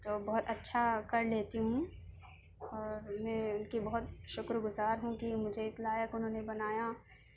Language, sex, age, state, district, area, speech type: Urdu, female, 18-30, Delhi, South Delhi, urban, spontaneous